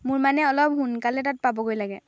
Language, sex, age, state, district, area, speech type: Assamese, female, 18-30, Assam, Dhemaji, rural, spontaneous